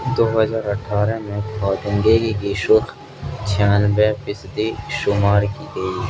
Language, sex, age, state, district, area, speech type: Urdu, male, 18-30, Bihar, Supaul, rural, read